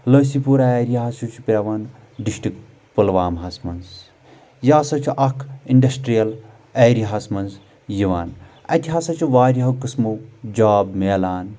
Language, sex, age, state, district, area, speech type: Kashmiri, male, 30-45, Jammu and Kashmir, Anantnag, rural, spontaneous